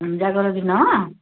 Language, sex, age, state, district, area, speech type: Odia, female, 45-60, Odisha, Nayagarh, rural, conversation